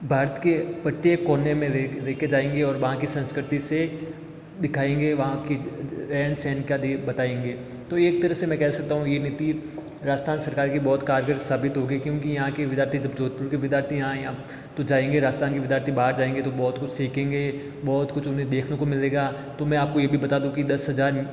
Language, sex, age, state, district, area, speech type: Hindi, male, 18-30, Rajasthan, Jodhpur, urban, spontaneous